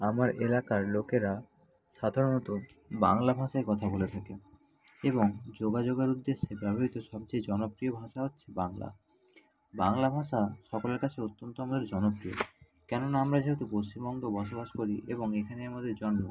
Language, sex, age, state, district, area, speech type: Bengali, male, 60+, West Bengal, Nadia, rural, spontaneous